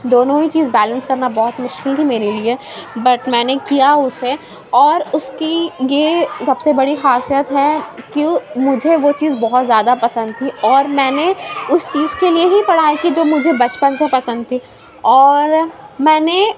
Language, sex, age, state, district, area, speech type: Urdu, female, 60+, Uttar Pradesh, Gautam Buddha Nagar, rural, spontaneous